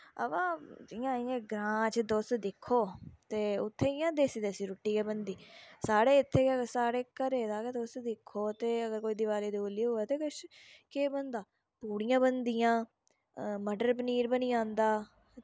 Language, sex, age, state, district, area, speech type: Dogri, female, 18-30, Jammu and Kashmir, Udhampur, rural, spontaneous